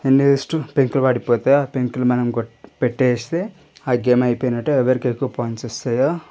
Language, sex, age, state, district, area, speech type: Telugu, male, 18-30, Telangana, Medchal, urban, spontaneous